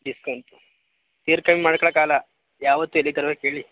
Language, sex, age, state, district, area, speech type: Kannada, male, 18-30, Karnataka, Mandya, rural, conversation